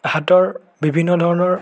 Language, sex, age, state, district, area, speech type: Assamese, male, 18-30, Assam, Biswanath, rural, spontaneous